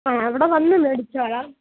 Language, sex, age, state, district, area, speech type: Malayalam, female, 30-45, Kerala, Alappuzha, rural, conversation